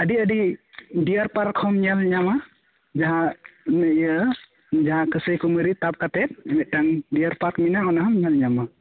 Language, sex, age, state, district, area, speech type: Santali, male, 18-30, West Bengal, Bankura, rural, conversation